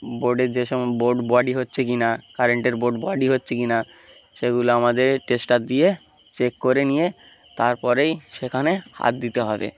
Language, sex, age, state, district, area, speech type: Bengali, male, 18-30, West Bengal, Uttar Dinajpur, urban, spontaneous